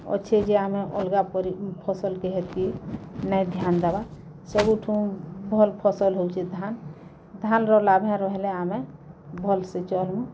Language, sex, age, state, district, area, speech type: Odia, female, 45-60, Odisha, Bargarh, urban, spontaneous